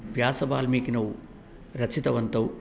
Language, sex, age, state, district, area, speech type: Sanskrit, male, 60+, Telangana, Peddapalli, urban, spontaneous